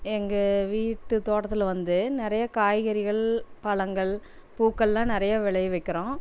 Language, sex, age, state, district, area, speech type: Tamil, female, 45-60, Tamil Nadu, Erode, rural, spontaneous